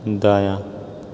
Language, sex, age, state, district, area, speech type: Maithili, male, 30-45, Bihar, Purnia, rural, read